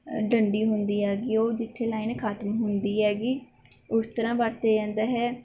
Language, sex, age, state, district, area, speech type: Punjabi, female, 18-30, Punjab, Mansa, rural, spontaneous